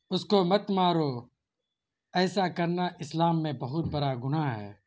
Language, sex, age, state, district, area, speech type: Urdu, male, 18-30, Bihar, Purnia, rural, spontaneous